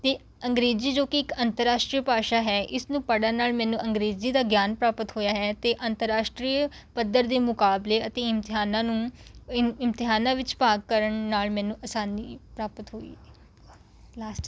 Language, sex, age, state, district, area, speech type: Punjabi, female, 18-30, Punjab, Rupnagar, rural, spontaneous